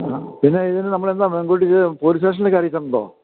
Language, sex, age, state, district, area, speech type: Malayalam, male, 60+, Kerala, Idukki, rural, conversation